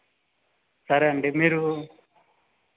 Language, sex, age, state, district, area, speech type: Telugu, male, 30-45, Andhra Pradesh, Chittoor, urban, conversation